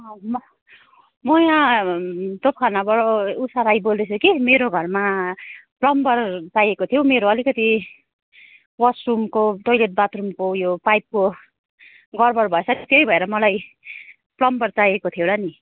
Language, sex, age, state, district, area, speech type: Nepali, female, 30-45, West Bengal, Kalimpong, rural, conversation